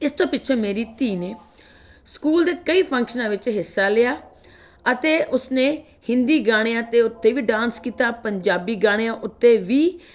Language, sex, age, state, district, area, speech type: Punjabi, female, 45-60, Punjab, Fatehgarh Sahib, rural, spontaneous